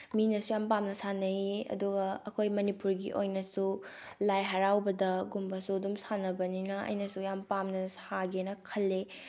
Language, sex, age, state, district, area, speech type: Manipuri, female, 18-30, Manipur, Bishnupur, rural, spontaneous